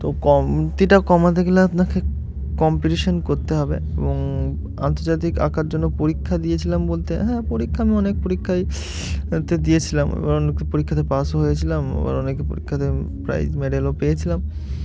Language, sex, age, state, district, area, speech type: Bengali, male, 18-30, West Bengal, Murshidabad, urban, spontaneous